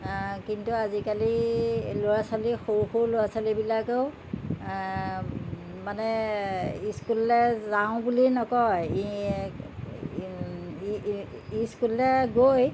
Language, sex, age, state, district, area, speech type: Assamese, female, 60+, Assam, Jorhat, urban, spontaneous